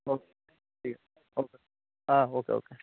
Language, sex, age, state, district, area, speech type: Bengali, male, 30-45, West Bengal, Howrah, urban, conversation